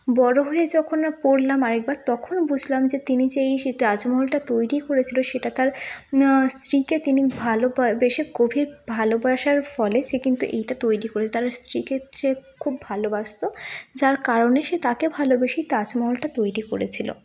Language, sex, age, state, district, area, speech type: Bengali, female, 18-30, West Bengal, North 24 Parganas, urban, spontaneous